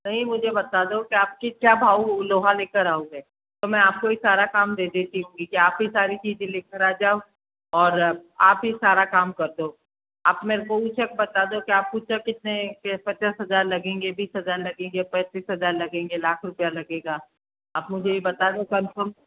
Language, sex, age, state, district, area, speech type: Hindi, female, 45-60, Rajasthan, Jodhpur, urban, conversation